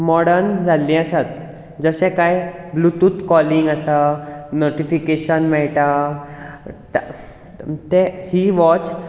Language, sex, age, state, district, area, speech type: Goan Konkani, male, 18-30, Goa, Bardez, urban, spontaneous